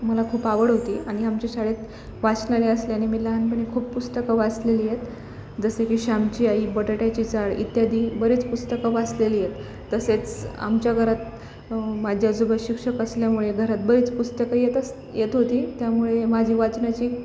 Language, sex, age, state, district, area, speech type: Marathi, female, 18-30, Maharashtra, Nanded, rural, spontaneous